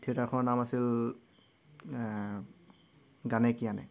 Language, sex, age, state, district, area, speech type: Assamese, male, 18-30, Assam, Golaghat, rural, spontaneous